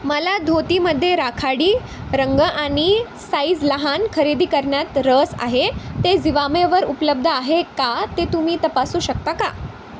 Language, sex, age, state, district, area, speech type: Marathi, female, 18-30, Maharashtra, Nanded, rural, read